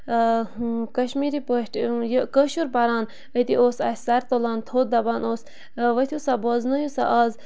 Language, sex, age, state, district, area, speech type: Kashmiri, female, 18-30, Jammu and Kashmir, Bandipora, rural, spontaneous